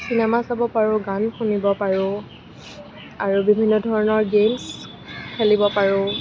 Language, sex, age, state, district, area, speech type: Assamese, female, 18-30, Assam, Kamrup Metropolitan, urban, spontaneous